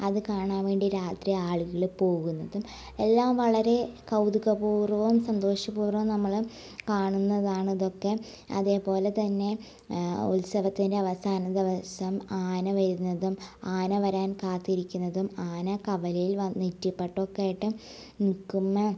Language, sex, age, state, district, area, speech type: Malayalam, female, 18-30, Kerala, Ernakulam, rural, spontaneous